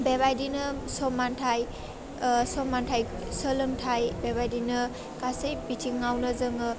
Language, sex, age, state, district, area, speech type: Bodo, female, 18-30, Assam, Chirang, urban, spontaneous